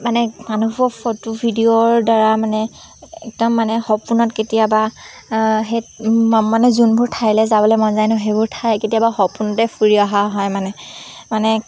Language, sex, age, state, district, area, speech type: Assamese, female, 18-30, Assam, Dhemaji, urban, spontaneous